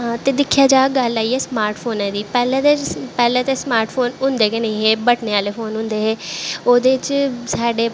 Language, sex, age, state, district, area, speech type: Dogri, female, 18-30, Jammu and Kashmir, Jammu, urban, spontaneous